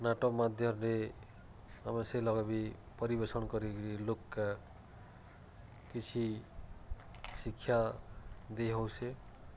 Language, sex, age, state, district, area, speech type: Odia, male, 45-60, Odisha, Nuapada, urban, spontaneous